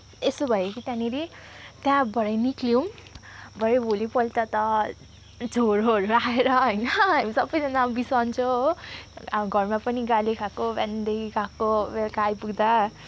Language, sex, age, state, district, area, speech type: Nepali, female, 18-30, West Bengal, Kalimpong, rural, spontaneous